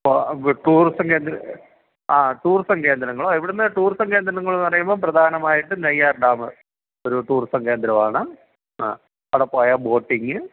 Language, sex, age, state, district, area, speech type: Malayalam, male, 45-60, Kerala, Thiruvananthapuram, urban, conversation